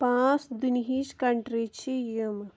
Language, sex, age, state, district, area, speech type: Kashmiri, female, 18-30, Jammu and Kashmir, Pulwama, rural, spontaneous